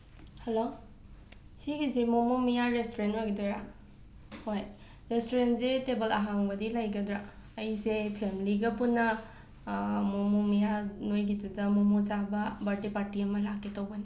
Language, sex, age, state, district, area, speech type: Manipuri, female, 30-45, Manipur, Imphal West, urban, spontaneous